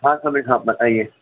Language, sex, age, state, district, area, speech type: Urdu, male, 45-60, Telangana, Hyderabad, urban, conversation